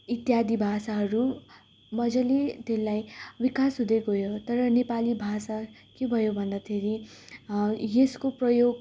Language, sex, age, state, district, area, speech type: Nepali, female, 18-30, West Bengal, Darjeeling, rural, spontaneous